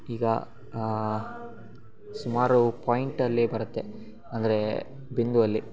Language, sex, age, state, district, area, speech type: Kannada, male, 18-30, Karnataka, Shimoga, rural, spontaneous